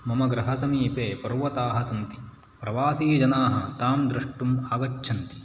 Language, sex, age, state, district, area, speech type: Sanskrit, male, 18-30, Karnataka, Uttara Kannada, rural, spontaneous